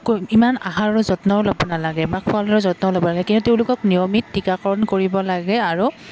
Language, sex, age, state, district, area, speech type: Assamese, female, 18-30, Assam, Udalguri, urban, spontaneous